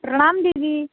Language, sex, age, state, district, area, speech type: Hindi, female, 30-45, Uttar Pradesh, Bhadohi, urban, conversation